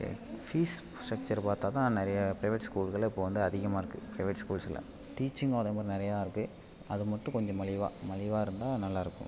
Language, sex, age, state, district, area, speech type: Tamil, male, 18-30, Tamil Nadu, Ariyalur, rural, spontaneous